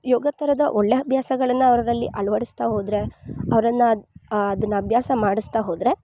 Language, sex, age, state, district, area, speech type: Kannada, female, 18-30, Karnataka, Chikkamagaluru, rural, spontaneous